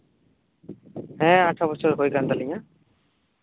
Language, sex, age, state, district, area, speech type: Santali, male, 18-30, West Bengal, Bankura, rural, conversation